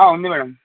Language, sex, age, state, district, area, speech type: Telugu, male, 18-30, Andhra Pradesh, Anantapur, urban, conversation